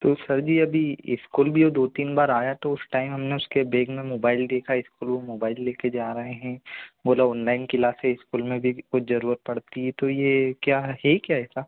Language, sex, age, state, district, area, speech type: Hindi, male, 18-30, Madhya Pradesh, Bhopal, urban, conversation